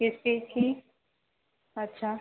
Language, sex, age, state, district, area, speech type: Hindi, female, 18-30, Madhya Pradesh, Harda, urban, conversation